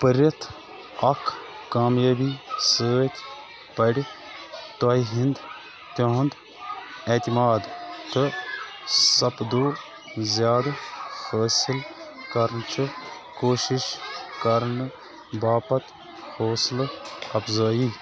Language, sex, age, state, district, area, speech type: Kashmiri, male, 30-45, Jammu and Kashmir, Bandipora, rural, read